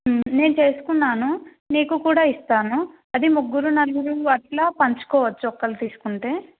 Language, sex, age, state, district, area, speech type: Telugu, female, 18-30, Telangana, Nalgonda, urban, conversation